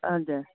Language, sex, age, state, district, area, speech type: Nepali, female, 45-60, West Bengal, Kalimpong, rural, conversation